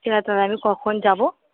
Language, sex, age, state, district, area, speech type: Bengali, female, 30-45, West Bengal, Purba Bardhaman, rural, conversation